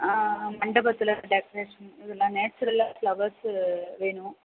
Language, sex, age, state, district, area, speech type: Tamil, female, 45-60, Tamil Nadu, Ranipet, urban, conversation